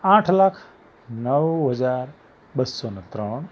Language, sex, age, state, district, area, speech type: Gujarati, male, 45-60, Gujarat, Ahmedabad, urban, spontaneous